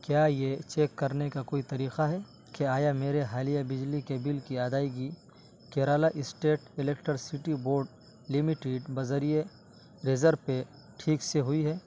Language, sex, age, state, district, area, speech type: Urdu, male, 18-30, Uttar Pradesh, Saharanpur, urban, read